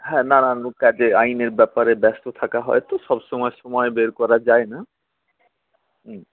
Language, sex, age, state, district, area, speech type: Bengali, male, 45-60, West Bengal, Paschim Bardhaman, urban, conversation